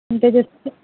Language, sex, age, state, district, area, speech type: Telugu, female, 18-30, Telangana, Hyderabad, urban, conversation